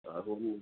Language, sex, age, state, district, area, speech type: Tamil, male, 60+, Tamil Nadu, Tiruchirappalli, urban, conversation